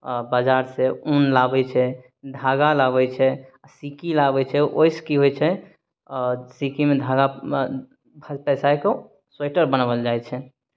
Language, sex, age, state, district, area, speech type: Maithili, male, 30-45, Bihar, Begusarai, urban, spontaneous